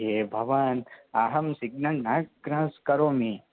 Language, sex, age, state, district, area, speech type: Sanskrit, male, 18-30, Karnataka, Dakshina Kannada, rural, conversation